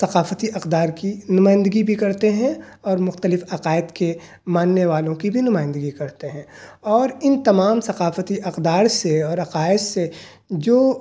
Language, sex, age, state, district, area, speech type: Urdu, male, 30-45, Delhi, South Delhi, urban, spontaneous